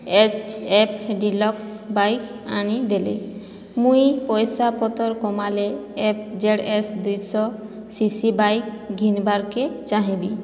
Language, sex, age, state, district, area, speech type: Odia, female, 30-45, Odisha, Boudh, rural, spontaneous